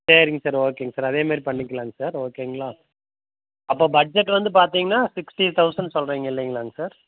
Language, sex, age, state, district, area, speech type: Tamil, male, 30-45, Tamil Nadu, Tiruppur, rural, conversation